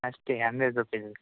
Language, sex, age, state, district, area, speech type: Kannada, male, 18-30, Karnataka, Udupi, rural, conversation